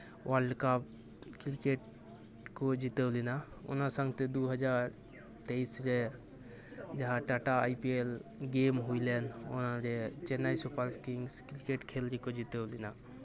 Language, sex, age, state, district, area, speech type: Santali, male, 18-30, West Bengal, Birbhum, rural, spontaneous